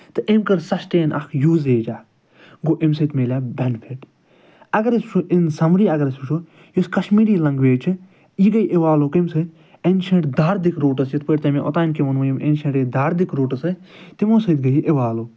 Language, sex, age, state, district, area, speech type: Kashmiri, male, 45-60, Jammu and Kashmir, Ganderbal, urban, spontaneous